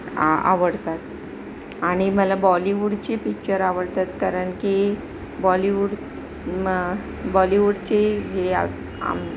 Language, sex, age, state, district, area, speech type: Marathi, female, 45-60, Maharashtra, Palghar, urban, spontaneous